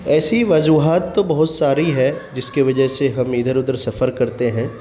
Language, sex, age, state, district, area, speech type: Urdu, male, 30-45, Bihar, Khagaria, rural, spontaneous